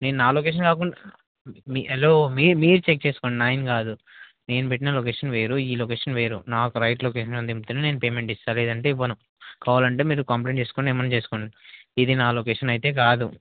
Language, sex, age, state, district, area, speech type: Telugu, male, 18-30, Telangana, Mahbubnagar, rural, conversation